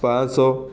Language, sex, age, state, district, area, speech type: Odia, male, 30-45, Odisha, Puri, urban, spontaneous